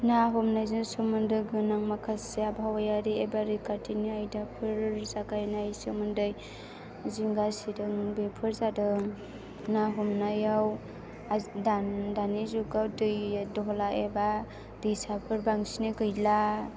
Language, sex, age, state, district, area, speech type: Bodo, female, 18-30, Assam, Chirang, rural, spontaneous